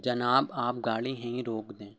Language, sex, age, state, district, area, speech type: Urdu, male, 18-30, Delhi, Central Delhi, urban, spontaneous